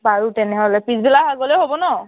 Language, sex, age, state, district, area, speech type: Assamese, female, 30-45, Assam, Tinsukia, urban, conversation